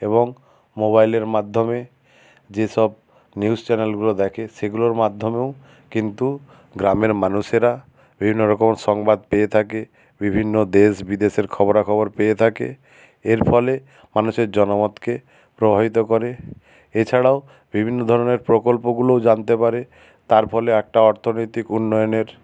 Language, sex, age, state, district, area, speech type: Bengali, male, 60+, West Bengal, Nadia, rural, spontaneous